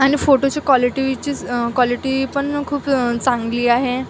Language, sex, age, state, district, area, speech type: Marathi, female, 30-45, Maharashtra, Wardha, rural, spontaneous